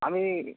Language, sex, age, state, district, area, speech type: Bengali, male, 30-45, West Bengal, Howrah, urban, conversation